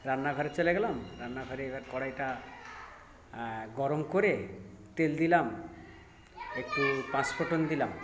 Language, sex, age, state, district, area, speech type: Bengali, male, 60+, West Bengal, South 24 Parganas, rural, spontaneous